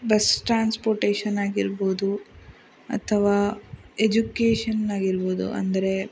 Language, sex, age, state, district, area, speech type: Kannada, female, 45-60, Karnataka, Chikkaballapur, rural, spontaneous